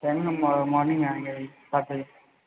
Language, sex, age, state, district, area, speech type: Hindi, male, 30-45, Uttar Pradesh, Lucknow, rural, conversation